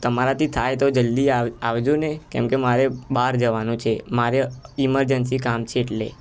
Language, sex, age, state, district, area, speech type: Gujarati, male, 18-30, Gujarat, Ahmedabad, urban, spontaneous